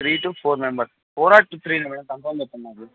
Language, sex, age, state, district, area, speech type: Telugu, male, 18-30, Andhra Pradesh, Anantapur, urban, conversation